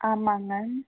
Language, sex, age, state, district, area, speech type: Tamil, female, 18-30, Tamil Nadu, Tiruppur, rural, conversation